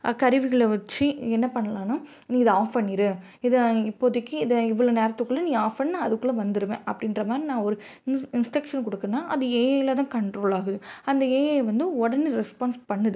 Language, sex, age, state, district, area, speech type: Tamil, female, 18-30, Tamil Nadu, Madurai, urban, spontaneous